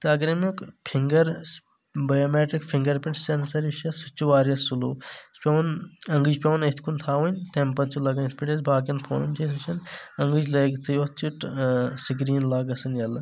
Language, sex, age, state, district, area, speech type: Kashmiri, male, 18-30, Jammu and Kashmir, Shopian, rural, spontaneous